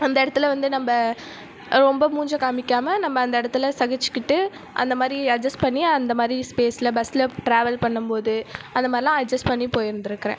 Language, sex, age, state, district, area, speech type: Tamil, female, 30-45, Tamil Nadu, Ariyalur, rural, spontaneous